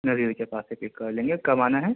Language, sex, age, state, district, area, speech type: Urdu, male, 30-45, Delhi, Central Delhi, urban, conversation